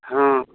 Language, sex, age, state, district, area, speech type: Maithili, male, 30-45, Bihar, Madhubani, rural, conversation